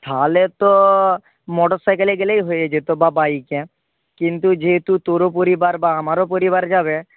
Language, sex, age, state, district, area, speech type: Bengali, male, 18-30, West Bengal, Nadia, rural, conversation